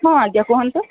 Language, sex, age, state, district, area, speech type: Odia, female, 45-60, Odisha, Sundergarh, rural, conversation